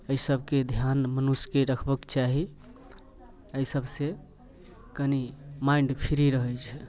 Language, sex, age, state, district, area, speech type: Maithili, male, 30-45, Bihar, Muzaffarpur, urban, spontaneous